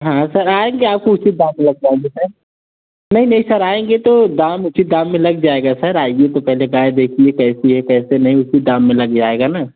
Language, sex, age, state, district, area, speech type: Hindi, male, 18-30, Uttar Pradesh, Jaunpur, rural, conversation